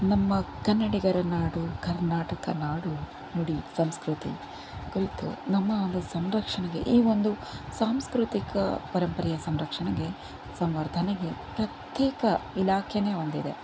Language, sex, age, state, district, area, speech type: Kannada, female, 30-45, Karnataka, Davanagere, rural, spontaneous